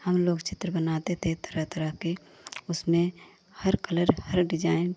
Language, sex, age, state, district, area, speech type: Hindi, female, 30-45, Uttar Pradesh, Pratapgarh, rural, spontaneous